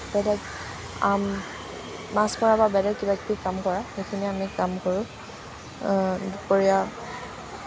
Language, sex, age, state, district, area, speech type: Assamese, female, 18-30, Assam, Jorhat, rural, spontaneous